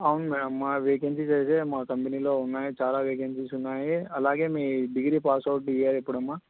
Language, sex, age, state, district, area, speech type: Telugu, male, 18-30, Andhra Pradesh, Krishna, urban, conversation